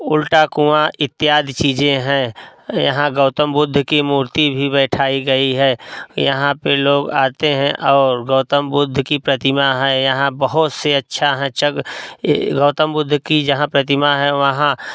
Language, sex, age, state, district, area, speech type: Hindi, male, 45-60, Uttar Pradesh, Prayagraj, rural, spontaneous